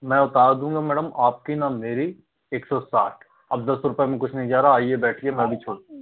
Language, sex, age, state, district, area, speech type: Hindi, male, 45-60, Madhya Pradesh, Bhopal, urban, conversation